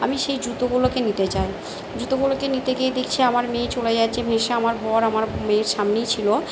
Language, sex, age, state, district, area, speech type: Bengali, female, 45-60, West Bengal, Purba Bardhaman, urban, spontaneous